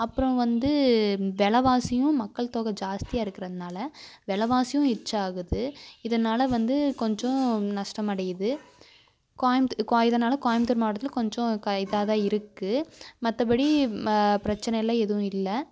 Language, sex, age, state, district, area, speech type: Tamil, female, 18-30, Tamil Nadu, Coimbatore, rural, spontaneous